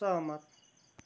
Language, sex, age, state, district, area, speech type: Nepali, male, 30-45, West Bengal, Kalimpong, rural, read